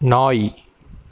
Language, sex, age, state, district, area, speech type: Tamil, male, 18-30, Tamil Nadu, Madurai, urban, read